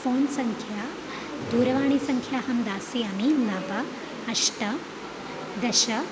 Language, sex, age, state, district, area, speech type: Sanskrit, female, 18-30, Kerala, Thrissur, urban, spontaneous